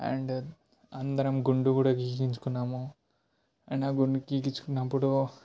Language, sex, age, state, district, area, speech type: Telugu, male, 18-30, Telangana, Ranga Reddy, urban, spontaneous